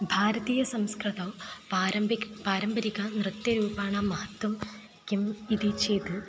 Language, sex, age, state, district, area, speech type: Sanskrit, female, 18-30, Kerala, Kozhikode, urban, spontaneous